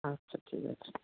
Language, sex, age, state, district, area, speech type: Bengali, female, 45-60, West Bengal, Nadia, rural, conversation